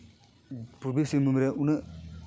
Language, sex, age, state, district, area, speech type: Santali, male, 18-30, Jharkhand, East Singhbhum, rural, spontaneous